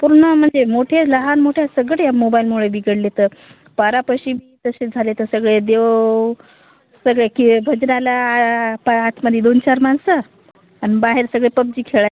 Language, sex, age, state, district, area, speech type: Marathi, female, 30-45, Maharashtra, Hingoli, urban, conversation